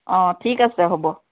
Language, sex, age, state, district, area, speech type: Assamese, female, 30-45, Assam, Charaideo, urban, conversation